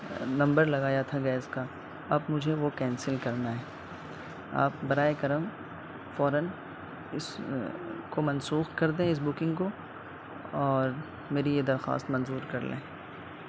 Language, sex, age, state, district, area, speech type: Urdu, male, 18-30, Bihar, Purnia, rural, spontaneous